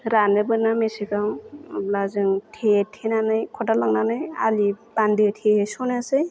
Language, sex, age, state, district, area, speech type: Bodo, female, 30-45, Assam, Chirang, urban, spontaneous